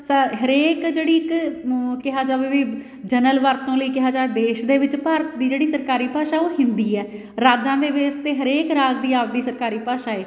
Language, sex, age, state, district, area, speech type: Punjabi, female, 30-45, Punjab, Fatehgarh Sahib, urban, spontaneous